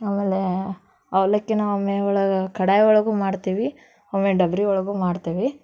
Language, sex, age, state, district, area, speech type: Kannada, female, 18-30, Karnataka, Dharwad, urban, spontaneous